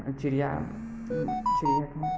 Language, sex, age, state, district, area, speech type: Maithili, male, 18-30, Bihar, Muzaffarpur, rural, spontaneous